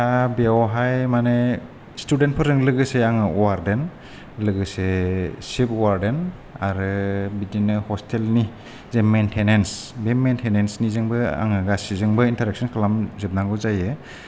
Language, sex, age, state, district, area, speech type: Bodo, male, 30-45, Assam, Kokrajhar, rural, spontaneous